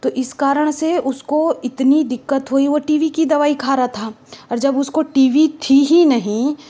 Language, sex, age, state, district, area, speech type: Hindi, female, 30-45, Madhya Pradesh, Bhopal, urban, spontaneous